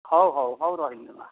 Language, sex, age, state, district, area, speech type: Odia, male, 60+, Odisha, Dhenkanal, rural, conversation